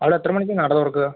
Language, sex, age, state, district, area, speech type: Malayalam, male, 18-30, Kerala, Palakkad, rural, conversation